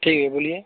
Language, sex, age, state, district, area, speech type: Hindi, male, 30-45, Uttar Pradesh, Mirzapur, rural, conversation